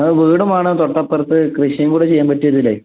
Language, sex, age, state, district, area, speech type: Malayalam, male, 18-30, Kerala, Malappuram, rural, conversation